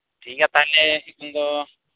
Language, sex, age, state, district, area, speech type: Santali, male, 18-30, Jharkhand, East Singhbhum, rural, conversation